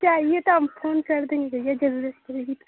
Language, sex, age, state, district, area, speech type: Hindi, female, 18-30, Uttar Pradesh, Ghazipur, rural, conversation